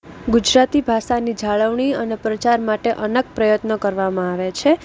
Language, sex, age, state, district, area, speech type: Gujarati, female, 18-30, Gujarat, Junagadh, urban, spontaneous